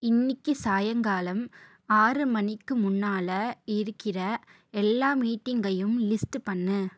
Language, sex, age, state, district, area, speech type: Tamil, female, 30-45, Tamil Nadu, Ariyalur, rural, read